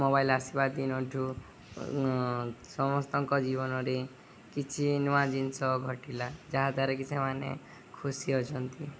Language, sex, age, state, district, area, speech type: Odia, male, 18-30, Odisha, Subarnapur, urban, spontaneous